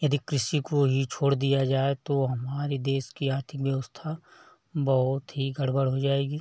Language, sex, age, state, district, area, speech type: Hindi, male, 18-30, Uttar Pradesh, Ghazipur, rural, spontaneous